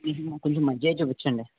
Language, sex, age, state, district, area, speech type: Telugu, male, 45-60, Andhra Pradesh, East Godavari, urban, conversation